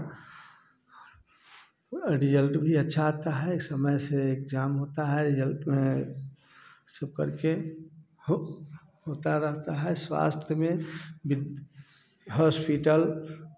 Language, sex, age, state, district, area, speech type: Hindi, male, 60+, Bihar, Samastipur, urban, spontaneous